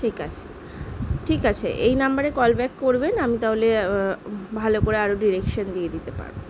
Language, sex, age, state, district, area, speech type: Bengali, female, 18-30, West Bengal, Kolkata, urban, spontaneous